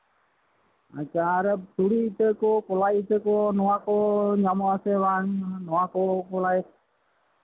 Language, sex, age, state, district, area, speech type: Santali, male, 45-60, West Bengal, Birbhum, rural, conversation